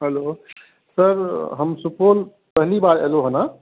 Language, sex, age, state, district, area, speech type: Maithili, male, 30-45, Bihar, Supaul, rural, conversation